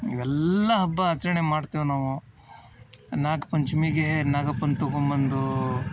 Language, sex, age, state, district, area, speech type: Kannada, male, 30-45, Karnataka, Dharwad, urban, spontaneous